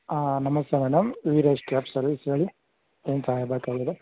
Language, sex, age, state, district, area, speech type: Kannada, male, 18-30, Karnataka, Tumkur, urban, conversation